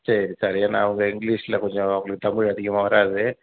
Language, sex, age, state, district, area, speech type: Tamil, male, 60+, Tamil Nadu, Sivaganga, urban, conversation